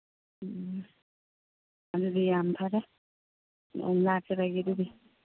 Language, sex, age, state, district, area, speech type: Manipuri, female, 45-60, Manipur, Churachandpur, urban, conversation